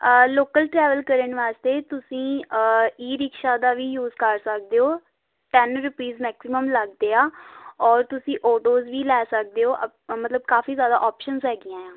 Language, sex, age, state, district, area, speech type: Punjabi, female, 18-30, Punjab, Tarn Taran, rural, conversation